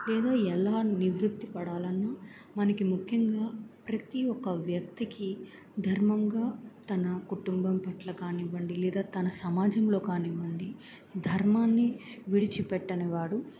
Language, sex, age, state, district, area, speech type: Telugu, female, 18-30, Andhra Pradesh, Bapatla, rural, spontaneous